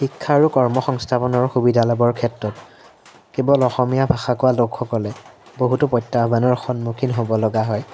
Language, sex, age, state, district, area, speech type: Assamese, male, 18-30, Assam, Majuli, urban, spontaneous